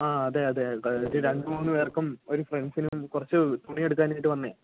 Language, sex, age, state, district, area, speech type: Malayalam, male, 30-45, Kerala, Idukki, rural, conversation